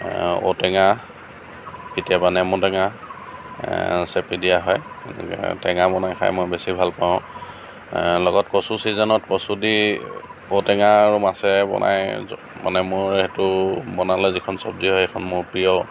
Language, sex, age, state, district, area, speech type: Assamese, male, 45-60, Assam, Lakhimpur, rural, spontaneous